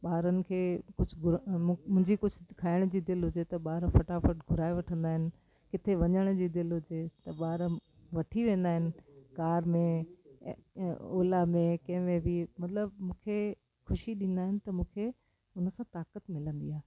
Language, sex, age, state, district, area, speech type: Sindhi, female, 60+, Delhi, South Delhi, urban, spontaneous